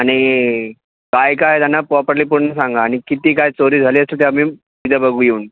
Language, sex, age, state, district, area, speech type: Marathi, male, 30-45, Maharashtra, Thane, urban, conversation